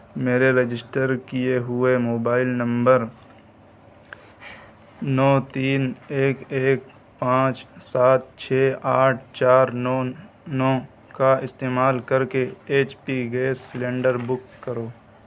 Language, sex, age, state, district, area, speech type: Urdu, male, 30-45, Uttar Pradesh, Muzaffarnagar, urban, read